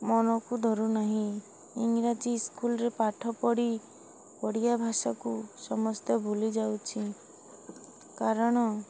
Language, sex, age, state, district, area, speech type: Odia, male, 30-45, Odisha, Malkangiri, urban, spontaneous